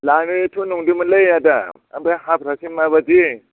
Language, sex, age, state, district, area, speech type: Bodo, male, 60+, Assam, Chirang, rural, conversation